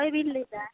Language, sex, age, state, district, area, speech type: Santali, female, 18-30, West Bengal, Bankura, rural, conversation